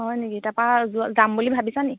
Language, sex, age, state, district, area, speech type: Assamese, female, 30-45, Assam, Lakhimpur, rural, conversation